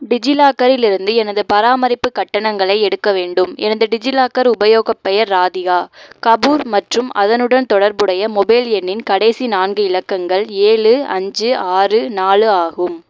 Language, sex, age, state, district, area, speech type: Tamil, female, 18-30, Tamil Nadu, Madurai, urban, read